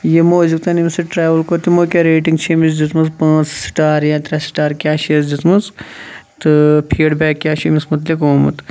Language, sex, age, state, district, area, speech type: Kashmiri, male, 30-45, Jammu and Kashmir, Shopian, rural, spontaneous